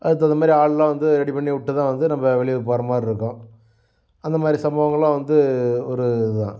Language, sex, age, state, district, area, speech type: Tamil, male, 45-60, Tamil Nadu, Namakkal, rural, spontaneous